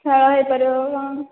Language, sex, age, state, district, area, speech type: Odia, female, 18-30, Odisha, Nayagarh, rural, conversation